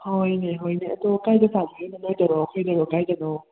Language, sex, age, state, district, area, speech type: Manipuri, other, 30-45, Manipur, Imphal West, urban, conversation